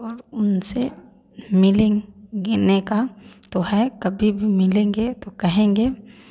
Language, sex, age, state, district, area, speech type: Hindi, female, 18-30, Bihar, Samastipur, urban, spontaneous